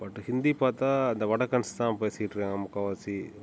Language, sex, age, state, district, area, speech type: Tamil, male, 30-45, Tamil Nadu, Tiruchirappalli, rural, spontaneous